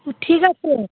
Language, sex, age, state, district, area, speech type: Bengali, female, 18-30, West Bengal, Cooch Behar, urban, conversation